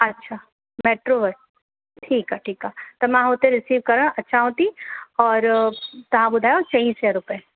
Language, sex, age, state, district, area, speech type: Sindhi, female, 30-45, Uttar Pradesh, Lucknow, urban, conversation